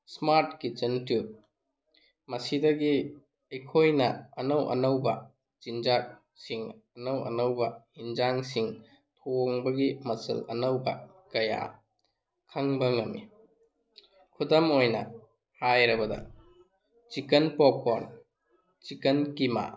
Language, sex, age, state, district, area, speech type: Manipuri, male, 30-45, Manipur, Tengnoupal, rural, spontaneous